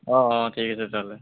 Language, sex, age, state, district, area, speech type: Assamese, male, 18-30, Assam, Jorhat, urban, conversation